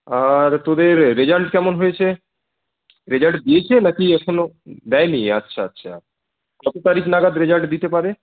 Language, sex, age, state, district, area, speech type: Bengali, male, 18-30, West Bengal, Purulia, urban, conversation